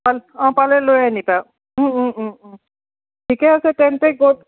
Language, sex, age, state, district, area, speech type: Assamese, female, 45-60, Assam, Tinsukia, urban, conversation